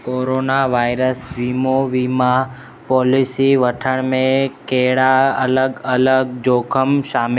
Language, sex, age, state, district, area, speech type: Sindhi, male, 18-30, Gujarat, Kutch, rural, read